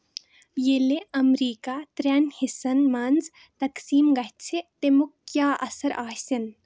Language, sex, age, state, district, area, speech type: Kashmiri, female, 18-30, Jammu and Kashmir, Baramulla, rural, read